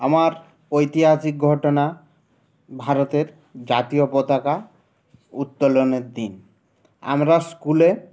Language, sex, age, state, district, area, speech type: Bengali, male, 30-45, West Bengal, Uttar Dinajpur, urban, spontaneous